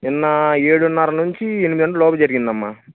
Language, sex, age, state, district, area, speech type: Telugu, male, 18-30, Andhra Pradesh, Bapatla, urban, conversation